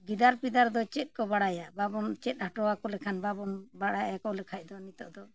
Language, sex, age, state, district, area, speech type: Santali, female, 60+, Jharkhand, Bokaro, rural, spontaneous